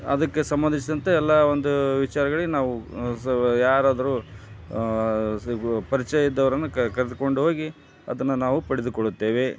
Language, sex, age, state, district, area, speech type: Kannada, male, 45-60, Karnataka, Koppal, rural, spontaneous